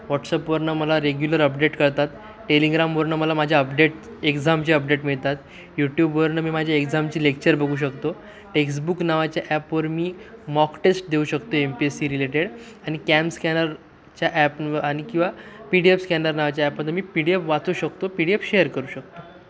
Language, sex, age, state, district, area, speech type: Marathi, male, 18-30, Maharashtra, Sindhudurg, rural, spontaneous